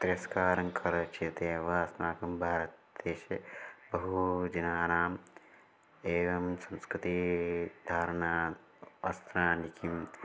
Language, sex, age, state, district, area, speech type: Sanskrit, male, 18-30, Telangana, Karimnagar, urban, spontaneous